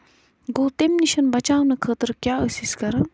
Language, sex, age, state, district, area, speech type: Kashmiri, female, 30-45, Jammu and Kashmir, Budgam, rural, spontaneous